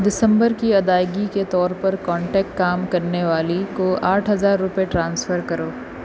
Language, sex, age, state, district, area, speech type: Urdu, female, 30-45, Uttar Pradesh, Aligarh, urban, read